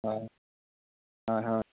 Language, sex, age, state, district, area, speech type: Santali, male, 18-30, Jharkhand, Seraikela Kharsawan, rural, conversation